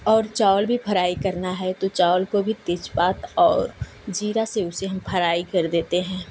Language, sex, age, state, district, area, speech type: Hindi, female, 18-30, Uttar Pradesh, Ghazipur, urban, spontaneous